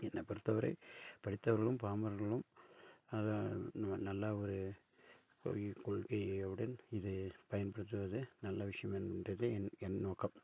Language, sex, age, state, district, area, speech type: Tamil, male, 45-60, Tamil Nadu, Nilgiris, urban, spontaneous